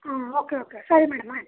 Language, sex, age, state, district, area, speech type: Kannada, female, 18-30, Karnataka, Chamarajanagar, rural, conversation